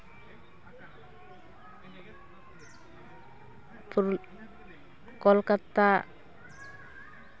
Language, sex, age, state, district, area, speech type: Santali, female, 30-45, West Bengal, Purulia, rural, spontaneous